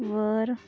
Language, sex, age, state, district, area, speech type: Marathi, female, 45-60, Maharashtra, Nagpur, urban, read